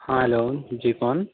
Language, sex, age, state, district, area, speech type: Urdu, male, 18-30, Delhi, South Delhi, urban, conversation